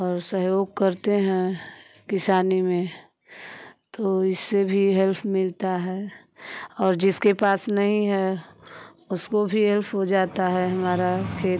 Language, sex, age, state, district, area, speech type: Hindi, female, 30-45, Uttar Pradesh, Ghazipur, rural, spontaneous